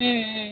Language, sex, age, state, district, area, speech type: Tamil, female, 18-30, Tamil Nadu, Viluppuram, urban, conversation